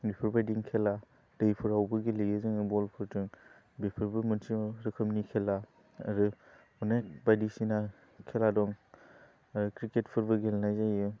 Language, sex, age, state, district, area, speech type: Bodo, male, 18-30, Assam, Udalguri, urban, spontaneous